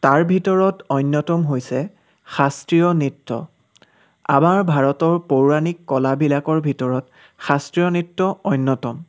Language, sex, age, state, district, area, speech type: Assamese, male, 18-30, Assam, Sivasagar, rural, spontaneous